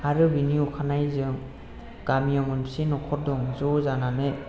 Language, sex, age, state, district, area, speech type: Bodo, male, 18-30, Assam, Chirang, rural, spontaneous